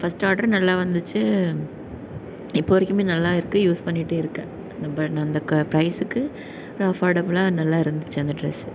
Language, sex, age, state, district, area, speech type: Tamil, female, 18-30, Tamil Nadu, Nagapattinam, rural, spontaneous